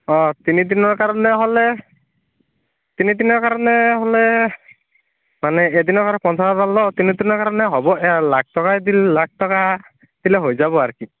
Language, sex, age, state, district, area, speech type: Assamese, male, 18-30, Assam, Barpeta, rural, conversation